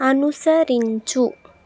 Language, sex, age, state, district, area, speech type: Telugu, female, 18-30, Telangana, Suryapet, urban, read